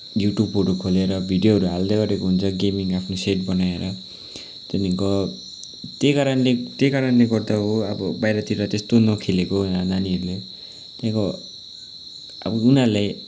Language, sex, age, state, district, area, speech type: Nepali, male, 18-30, West Bengal, Kalimpong, rural, spontaneous